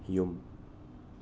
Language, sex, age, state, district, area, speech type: Manipuri, male, 30-45, Manipur, Imphal West, urban, read